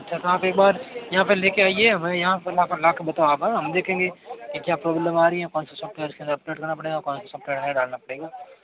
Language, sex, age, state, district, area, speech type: Hindi, male, 45-60, Rajasthan, Jodhpur, urban, conversation